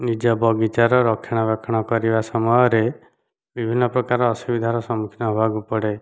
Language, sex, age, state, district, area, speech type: Odia, male, 45-60, Odisha, Dhenkanal, rural, spontaneous